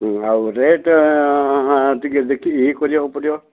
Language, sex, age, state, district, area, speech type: Odia, male, 60+, Odisha, Gajapati, rural, conversation